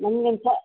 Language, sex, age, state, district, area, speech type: Kannada, female, 30-45, Karnataka, Udupi, rural, conversation